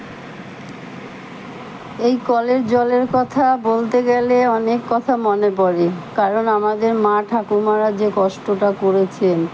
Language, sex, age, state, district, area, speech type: Bengali, female, 60+, West Bengal, Kolkata, urban, spontaneous